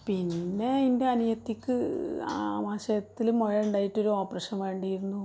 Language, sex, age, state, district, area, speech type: Malayalam, female, 45-60, Kerala, Malappuram, rural, spontaneous